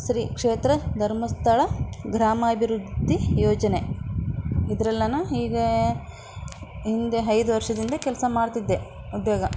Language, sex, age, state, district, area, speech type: Kannada, female, 30-45, Karnataka, Davanagere, rural, spontaneous